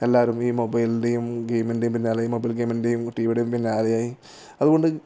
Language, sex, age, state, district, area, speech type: Malayalam, male, 30-45, Kerala, Kasaragod, rural, spontaneous